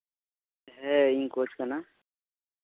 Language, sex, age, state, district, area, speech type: Santali, male, 18-30, West Bengal, Malda, rural, conversation